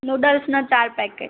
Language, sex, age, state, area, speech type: Gujarati, female, 18-30, Gujarat, urban, conversation